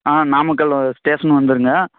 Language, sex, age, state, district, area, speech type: Tamil, male, 18-30, Tamil Nadu, Namakkal, rural, conversation